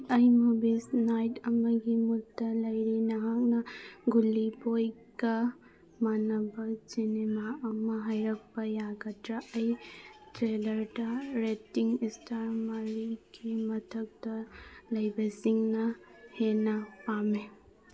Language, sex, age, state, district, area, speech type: Manipuri, female, 18-30, Manipur, Churachandpur, urban, read